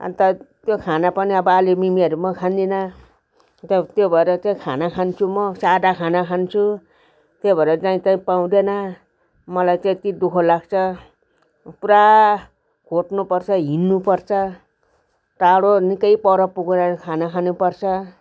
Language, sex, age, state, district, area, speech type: Nepali, female, 60+, West Bengal, Darjeeling, rural, spontaneous